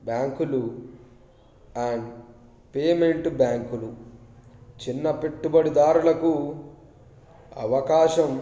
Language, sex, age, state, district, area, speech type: Telugu, male, 18-30, Telangana, Hanamkonda, urban, spontaneous